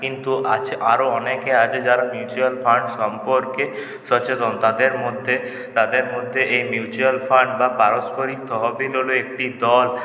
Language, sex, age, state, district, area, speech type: Bengali, male, 18-30, West Bengal, Purulia, urban, spontaneous